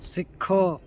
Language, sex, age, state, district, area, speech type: Punjabi, male, 18-30, Punjab, Shaheed Bhagat Singh Nagar, rural, read